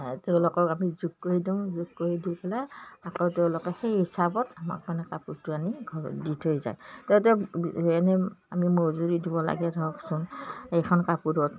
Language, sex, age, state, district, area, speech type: Assamese, female, 60+, Assam, Udalguri, rural, spontaneous